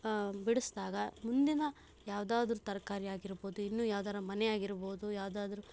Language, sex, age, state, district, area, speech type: Kannada, female, 30-45, Karnataka, Chikkaballapur, rural, spontaneous